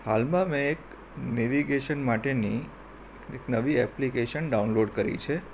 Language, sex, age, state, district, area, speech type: Gujarati, male, 45-60, Gujarat, Anand, urban, spontaneous